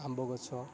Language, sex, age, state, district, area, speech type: Odia, male, 18-30, Odisha, Rayagada, rural, spontaneous